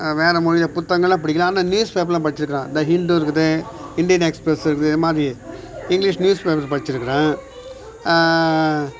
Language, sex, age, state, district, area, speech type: Tamil, male, 60+, Tamil Nadu, Viluppuram, rural, spontaneous